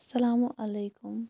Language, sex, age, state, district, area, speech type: Kashmiri, female, 18-30, Jammu and Kashmir, Shopian, urban, spontaneous